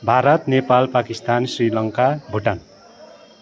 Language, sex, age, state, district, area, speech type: Nepali, male, 45-60, West Bengal, Darjeeling, rural, spontaneous